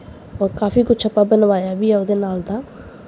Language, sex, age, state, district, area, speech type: Punjabi, female, 18-30, Punjab, Gurdaspur, urban, spontaneous